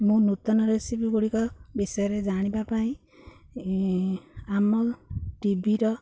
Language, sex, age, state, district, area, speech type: Odia, female, 30-45, Odisha, Jagatsinghpur, rural, spontaneous